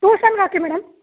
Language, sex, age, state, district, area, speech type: Kannada, female, 18-30, Karnataka, Chamarajanagar, rural, conversation